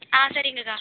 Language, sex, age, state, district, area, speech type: Tamil, female, 45-60, Tamil Nadu, Pudukkottai, rural, conversation